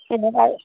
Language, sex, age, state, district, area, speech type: Assamese, female, 45-60, Assam, Darrang, rural, conversation